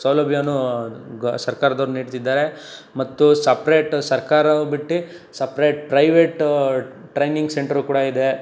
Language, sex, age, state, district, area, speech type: Kannada, male, 18-30, Karnataka, Tumkur, rural, spontaneous